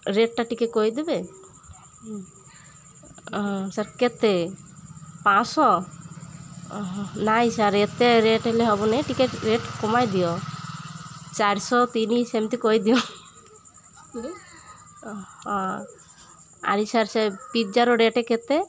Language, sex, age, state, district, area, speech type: Odia, female, 30-45, Odisha, Malkangiri, urban, spontaneous